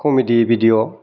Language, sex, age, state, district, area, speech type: Bodo, male, 18-30, Assam, Kokrajhar, urban, spontaneous